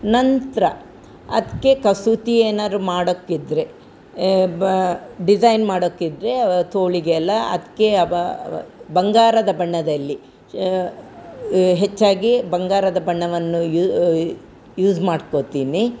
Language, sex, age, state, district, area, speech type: Kannada, female, 60+, Karnataka, Udupi, rural, spontaneous